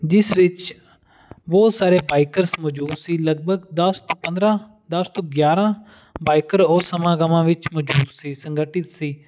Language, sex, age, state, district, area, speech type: Punjabi, male, 18-30, Punjab, Fazilka, rural, spontaneous